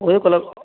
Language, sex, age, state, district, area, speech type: Dogri, male, 18-30, Jammu and Kashmir, Reasi, urban, conversation